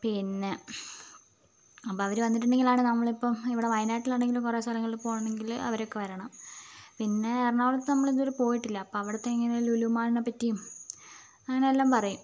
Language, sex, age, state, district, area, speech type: Malayalam, female, 45-60, Kerala, Wayanad, rural, spontaneous